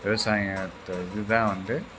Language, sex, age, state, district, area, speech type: Tamil, male, 60+, Tamil Nadu, Tiruvarur, rural, spontaneous